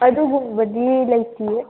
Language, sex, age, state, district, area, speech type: Manipuri, female, 30-45, Manipur, Kangpokpi, urban, conversation